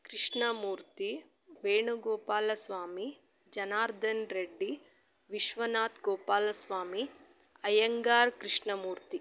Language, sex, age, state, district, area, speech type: Kannada, female, 30-45, Karnataka, Chitradurga, rural, spontaneous